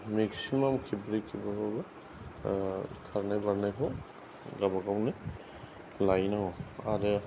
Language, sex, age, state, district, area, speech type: Bodo, male, 45-60, Assam, Kokrajhar, rural, spontaneous